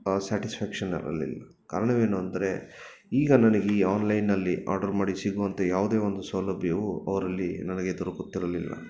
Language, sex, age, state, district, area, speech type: Kannada, male, 30-45, Karnataka, Bangalore Urban, urban, spontaneous